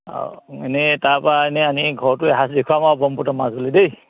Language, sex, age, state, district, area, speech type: Assamese, male, 45-60, Assam, Dhemaji, urban, conversation